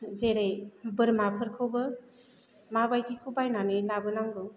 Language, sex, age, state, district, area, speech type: Bodo, female, 45-60, Assam, Chirang, rural, spontaneous